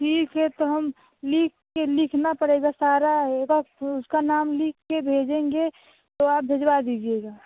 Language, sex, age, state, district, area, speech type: Hindi, female, 18-30, Uttar Pradesh, Jaunpur, rural, conversation